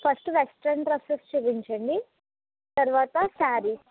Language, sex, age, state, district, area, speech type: Telugu, female, 45-60, Andhra Pradesh, Eluru, rural, conversation